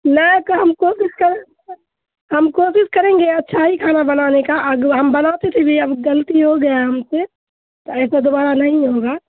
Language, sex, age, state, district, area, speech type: Urdu, female, 60+, Bihar, Khagaria, rural, conversation